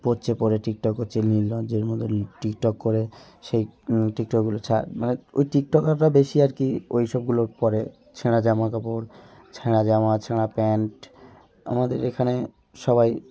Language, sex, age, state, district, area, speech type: Bengali, male, 30-45, West Bengal, Hooghly, urban, spontaneous